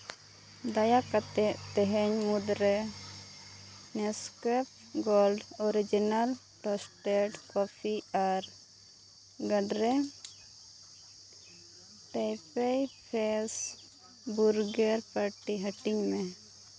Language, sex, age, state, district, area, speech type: Santali, female, 30-45, Jharkhand, Seraikela Kharsawan, rural, read